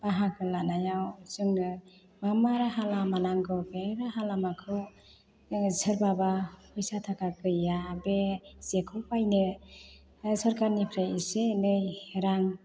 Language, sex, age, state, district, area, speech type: Bodo, female, 45-60, Assam, Chirang, rural, spontaneous